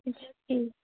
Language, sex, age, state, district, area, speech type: Kashmiri, female, 18-30, Jammu and Kashmir, Srinagar, urban, conversation